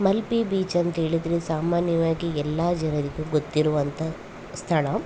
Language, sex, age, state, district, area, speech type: Kannada, female, 18-30, Karnataka, Udupi, rural, spontaneous